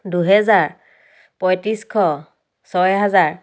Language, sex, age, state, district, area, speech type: Assamese, female, 30-45, Assam, Dhemaji, urban, spontaneous